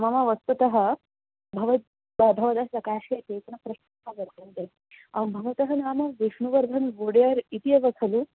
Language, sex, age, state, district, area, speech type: Sanskrit, female, 18-30, Maharashtra, Wardha, urban, conversation